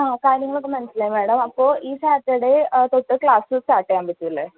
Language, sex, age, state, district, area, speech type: Malayalam, female, 18-30, Kerala, Thrissur, rural, conversation